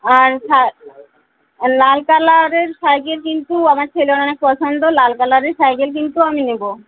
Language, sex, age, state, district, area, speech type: Bengali, female, 30-45, West Bengal, Uttar Dinajpur, urban, conversation